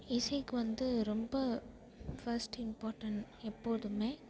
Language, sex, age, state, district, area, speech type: Tamil, female, 18-30, Tamil Nadu, Perambalur, rural, spontaneous